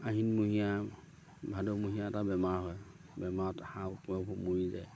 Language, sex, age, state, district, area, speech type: Assamese, male, 60+, Assam, Lakhimpur, urban, spontaneous